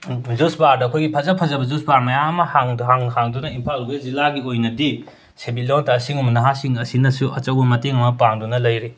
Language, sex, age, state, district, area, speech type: Manipuri, male, 45-60, Manipur, Imphal West, rural, spontaneous